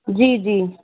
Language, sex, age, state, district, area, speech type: Hindi, female, 60+, Rajasthan, Jaipur, urban, conversation